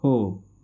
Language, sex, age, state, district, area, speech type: Marathi, male, 30-45, Maharashtra, Osmanabad, rural, spontaneous